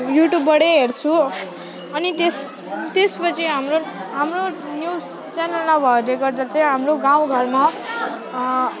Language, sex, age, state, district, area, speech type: Nepali, female, 18-30, West Bengal, Alipurduar, urban, spontaneous